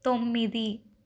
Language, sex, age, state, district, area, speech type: Telugu, female, 30-45, Andhra Pradesh, Guntur, urban, read